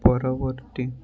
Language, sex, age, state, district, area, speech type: Odia, male, 18-30, Odisha, Mayurbhanj, rural, read